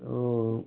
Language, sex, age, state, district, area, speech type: Hindi, male, 60+, Uttar Pradesh, Chandauli, rural, conversation